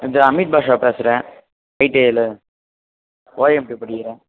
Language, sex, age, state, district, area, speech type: Tamil, male, 18-30, Tamil Nadu, Ranipet, rural, conversation